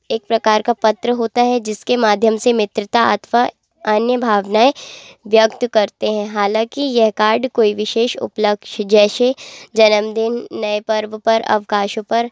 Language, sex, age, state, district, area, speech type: Hindi, female, 18-30, Madhya Pradesh, Jabalpur, urban, spontaneous